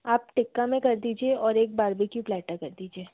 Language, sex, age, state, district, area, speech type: Hindi, female, 30-45, Madhya Pradesh, Jabalpur, urban, conversation